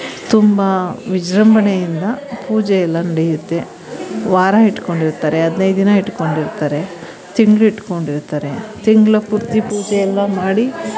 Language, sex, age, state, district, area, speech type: Kannada, female, 45-60, Karnataka, Mandya, urban, spontaneous